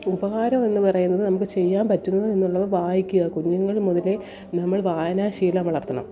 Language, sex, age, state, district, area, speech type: Malayalam, female, 30-45, Kerala, Kollam, rural, spontaneous